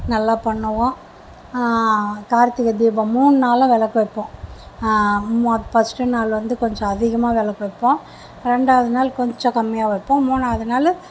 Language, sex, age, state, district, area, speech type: Tamil, female, 60+, Tamil Nadu, Mayiladuthurai, urban, spontaneous